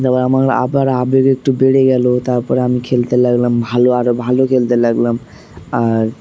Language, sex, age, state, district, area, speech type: Bengali, male, 18-30, West Bengal, Dakshin Dinajpur, urban, spontaneous